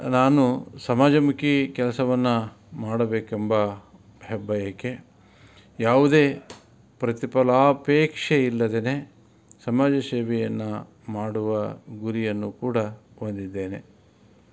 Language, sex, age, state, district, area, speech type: Kannada, male, 45-60, Karnataka, Davanagere, rural, spontaneous